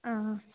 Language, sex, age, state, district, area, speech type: Sanskrit, female, 18-30, Kerala, Idukki, rural, conversation